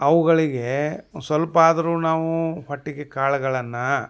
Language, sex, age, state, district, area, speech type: Kannada, male, 60+, Karnataka, Bagalkot, rural, spontaneous